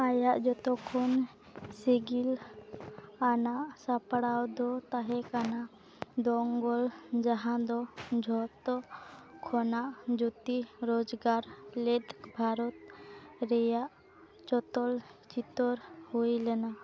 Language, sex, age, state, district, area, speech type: Santali, female, 18-30, West Bengal, Dakshin Dinajpur, rural, read